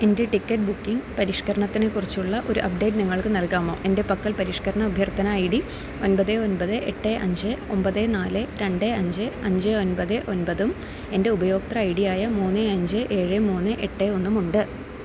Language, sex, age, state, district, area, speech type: Malayalam, female, 30-45, Kerala, Idukki, rural, read